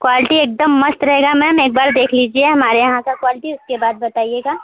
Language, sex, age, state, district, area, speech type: Hindi, female, 18-30, Uttar Pradesh, Prayagraj, urban, conversation